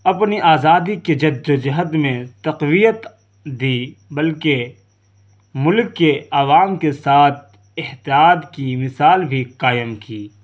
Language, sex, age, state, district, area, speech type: Urdu, male, 30-45, Bihar, Darbhanga, urban, spontaneous